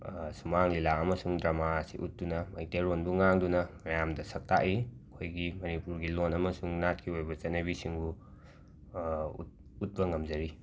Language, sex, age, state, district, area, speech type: Manipuri, male, 30-45, Manipur, Imphal West, urban, spontaneous